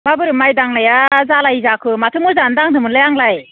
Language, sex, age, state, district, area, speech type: Bodo, female, 30-45, Assam, Baksa, rural, conversation